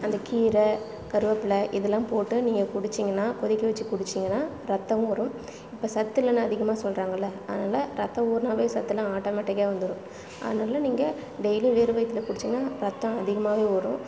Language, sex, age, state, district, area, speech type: Tamil, female, 30-45, Tamil Nadu, Cuddalore, rural, spontaneous